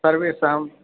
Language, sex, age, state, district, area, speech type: Sanskrit, male, 18-30, Uttar Pradesh, Lucknow, urban, conversation